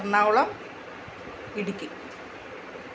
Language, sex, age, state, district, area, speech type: Malayalam, female, 45-60, Kerala, Kottayam, rural, spontaneous